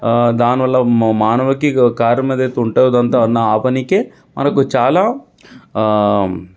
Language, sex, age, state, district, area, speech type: Telugu, male, 30-45, Telangana, Sangareddy, urban, spontaneous